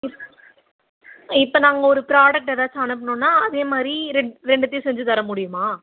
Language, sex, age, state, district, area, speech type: Tamil, female, 18-30, Tamil Nadu, Ranipet, urban, conversation